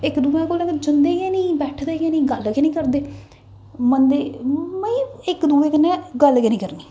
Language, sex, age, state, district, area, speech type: Dogri, female, 18-30, Jammu and Kashmir, Jammu, urban, spontaneous